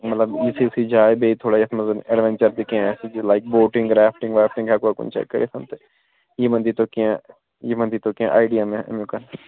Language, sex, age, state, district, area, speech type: Kashmiri, male, 18-30, Jammu and Kashmir, Srinagar, urban, conversation